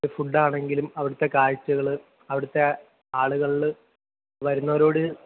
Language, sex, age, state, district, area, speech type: Malayalam, male, 18-30, Kerala, Kottayam, rural, conversation